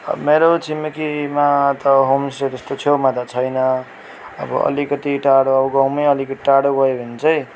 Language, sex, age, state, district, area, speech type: Nepali, male, 30-45, West Bengal, Darjeeling, rural, spontaneous